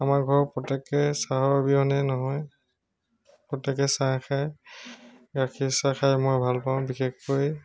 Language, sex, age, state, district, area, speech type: Assamese, male, 30-45, Assam, Tinsukia, rural, spontaneous